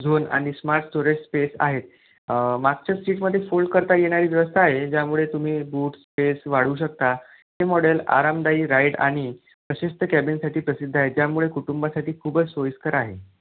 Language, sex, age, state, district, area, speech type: Marathi, male, 18-30, Maharashtra, Aurangabad, rural, conversation